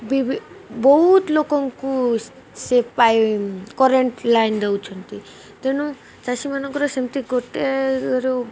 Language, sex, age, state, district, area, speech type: Odia, female, 18-30, Odisha, Malkangiri, urban, spontaneous